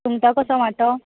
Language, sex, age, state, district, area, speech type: Goan Konkani, female, 18-30, Goa, Tiswadi, rural, conversation